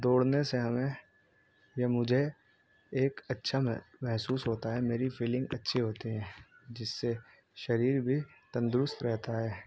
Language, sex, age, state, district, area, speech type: Urdu, male, 30-45, Uttar Pradesh, Muzaffarnagar, urban, spontaneous